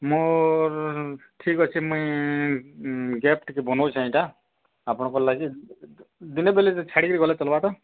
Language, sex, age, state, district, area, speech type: Odia, male, 45-60, Odisha, Nuapada, urban, conversation